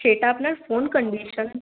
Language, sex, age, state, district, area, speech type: Bengali, female, 18-30, West Bengal, Paschim Bardhaman, rural, conversation